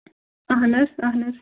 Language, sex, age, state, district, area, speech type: Kashmiri, female, 18-30, Jammu and Kashmir, Kulgam, rural, conversation